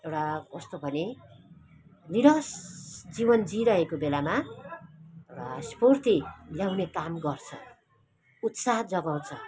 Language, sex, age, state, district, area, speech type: Nepali, female, 45-60, West Bengal, Kalimpong, rural, spontaneous